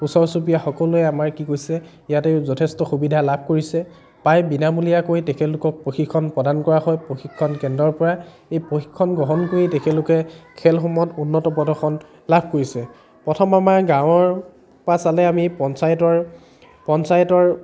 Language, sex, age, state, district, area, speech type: Assamese, male, 30-45, Assam, Dhemaji, rural, spontaneous